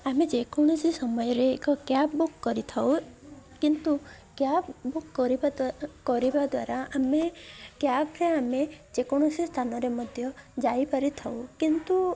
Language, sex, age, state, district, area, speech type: Odia, male, 18-30, Odisha, Koraput, urban, spontaneous